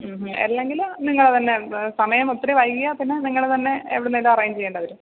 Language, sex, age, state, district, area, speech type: Malayalam, female, 30-45, Kerala, Pathanamthitta, rural, conversation